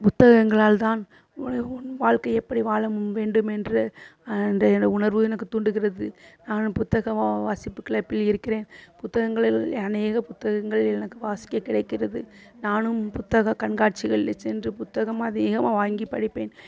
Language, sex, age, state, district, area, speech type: Tamil, female, 45-60, Tamil Nadu, Sivaganga, rural, spontaneous